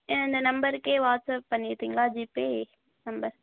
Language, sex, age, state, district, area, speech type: Tamil, female, 30-45, Tamil Nadu, Tiruvarur, rural, conversation